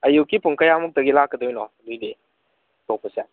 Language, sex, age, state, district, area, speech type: Manipuri, male, 18-30, Manipur, Kakching, rural, conversation